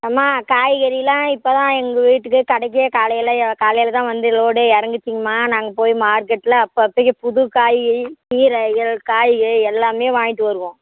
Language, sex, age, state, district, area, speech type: Tamil, female, 60+, Tamil Nadu, Namakkal, rural, conversation